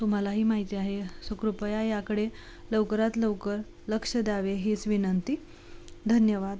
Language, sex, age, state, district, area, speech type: Marathi, female, 18-30, Maharashtra, Sangli, urban, spontaneous